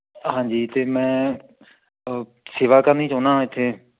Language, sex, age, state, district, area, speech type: Punjabi, male, 30-45, Punjab, Tarn Taran, rural, conversation